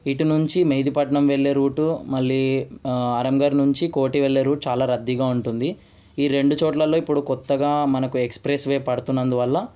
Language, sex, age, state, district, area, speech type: Telugu, male, 18-30, Telangana, Ranga Reddy, urban, spontaneous